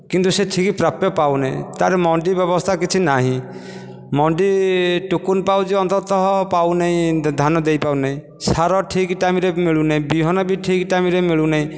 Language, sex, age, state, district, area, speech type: Odia, male, 45-60, Odisha, Dhenkanal, rural, spontaneous